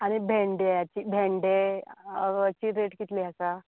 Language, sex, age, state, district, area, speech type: Goan Konkani, female, 30-45, Goa, Canacona, rural, conversation